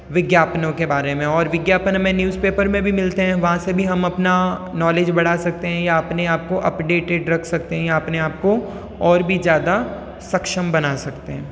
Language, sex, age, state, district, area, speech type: Hindi, female, 18-30, Rajasthan, Jodhpur, urban, spontaneous